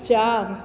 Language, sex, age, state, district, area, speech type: Hindi, female, 60+, Madhya Pradesh, Ujjain, urban, read